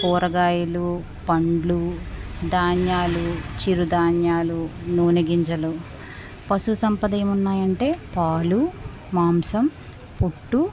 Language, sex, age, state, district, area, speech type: Telugu, female, 18-30, Andhra Pradesh, West Godavari, rural, spontaneous